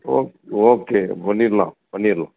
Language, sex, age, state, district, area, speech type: Tamil, male, 60+, Tamil Nadu, Thoothukudi, rural, conversation